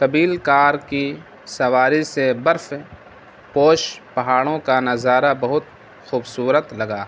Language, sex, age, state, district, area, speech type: Urdu, male, 18-30, Bihar, Gaya, urban, spontaneous